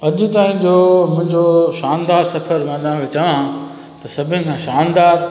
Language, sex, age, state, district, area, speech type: Sindhi, male, 45-60, Gujarat, Junagadh, urban, spontaneous